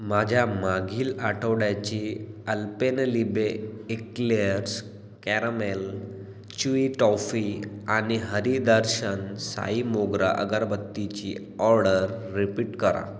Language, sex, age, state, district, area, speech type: Marathi, male, 18-30, Maharashtra, Washim, rural, read